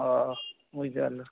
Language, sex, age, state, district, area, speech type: Bengali, male, 60+, West Bengal, Purba Bardhaman, rural, conversation